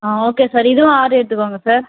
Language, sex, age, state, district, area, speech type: Tamil, female, 30-45, Tamil Nadu, Viluppuram, rural, conversation